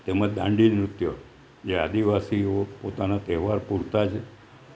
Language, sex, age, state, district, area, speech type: Gujarati, male, 60+, Gujarat, Valsad, rural, spontaneous